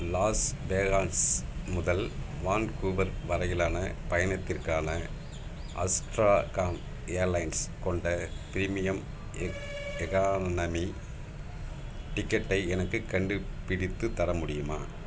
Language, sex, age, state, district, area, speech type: Tamil, male, 45-60, Tamil Nadu, Perambalur, urban, read